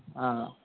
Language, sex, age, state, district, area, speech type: Malayalam, male, 18-30, Kerala, Malappuram, rural, conversation